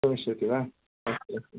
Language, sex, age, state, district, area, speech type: Sanskrit, male, 30-45, Karnataka, Uttara Kannada, urban, conversation